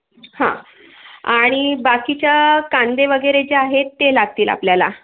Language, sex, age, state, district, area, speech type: Marathi, female, 45-60, Maharashtra, Yavatmal, urban, conversation